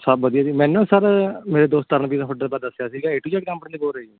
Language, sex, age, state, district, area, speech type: Punjabi, male, 30-45, Punjab, Kapurthala, urban, conversation